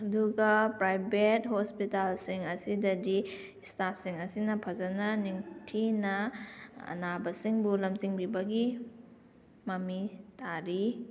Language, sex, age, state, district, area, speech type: Manipuri, female, 30-45, Manipur, Kakching, rural, spontaneous